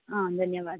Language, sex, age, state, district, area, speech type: Kannada, female, 30-45, Karnataka, Tumkur, rural, conversation